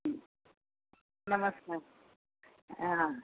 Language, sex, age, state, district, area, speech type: Marathi, female, 45-60, Maharashtra, Thane, rural, conversation